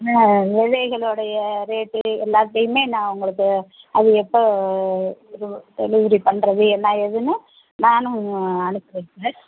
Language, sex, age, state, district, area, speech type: Tamil, female, 60+, Tamil Nadu, Madurai, rural, conversation